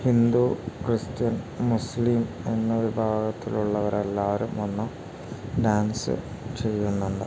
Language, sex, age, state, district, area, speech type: Malayalam, male, 30-45, Kerala, Wayanad, rural, spontaneous